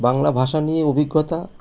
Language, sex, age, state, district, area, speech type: Bengali, male, 45-60, West Bengal, Birbhum, urban, spontaneous